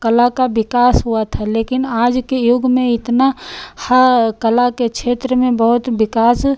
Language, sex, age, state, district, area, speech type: Hindi, female, 45-60, Uttar Pradesh, Lucknow, rural, spontaneous